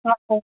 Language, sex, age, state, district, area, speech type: Kashmiri, female, 60+, Jammu and Kashmir, Srinagar, urban, conversation